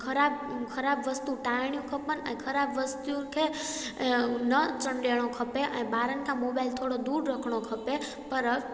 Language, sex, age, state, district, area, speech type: Sindhi, female, 18-30, Gujarat, Junagadh, rural, spontaneous